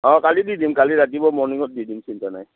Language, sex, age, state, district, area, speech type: Assamese, male, 60+, Assam, Udalguri, rural, conversation